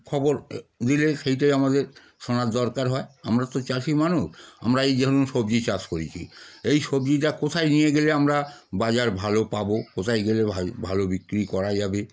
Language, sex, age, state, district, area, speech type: Bengali, male, 60+, West Bengal, Darjeeling, rural, spontaneous